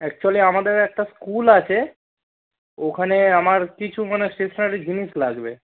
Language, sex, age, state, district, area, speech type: Bengali, male, 18-30, West Bengal, Darjeeling, rural, conversation